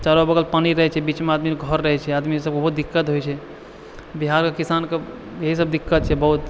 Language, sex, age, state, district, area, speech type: Maithili, male, 18-30, Bihar, Purnia, urban, spontaneous